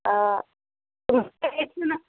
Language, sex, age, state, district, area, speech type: Kashmiri, female, 18-30, Jammu and Kashmir, Bandipora, rural, conversation